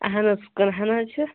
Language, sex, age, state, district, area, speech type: Kashmiri, female, 18-30, Jammu and Kashmir, Kulgam, rural, conversation